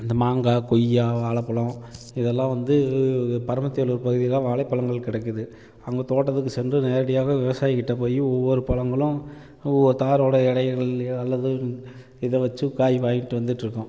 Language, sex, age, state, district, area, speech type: Tamil, male, 45-60, Tamil Nadu, Namakkal, rural, spontaneous